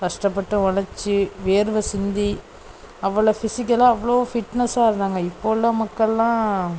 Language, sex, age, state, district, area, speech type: Tamil, female, 18-30, Tamil Nadu, Thoothukudi, rural, spontaneous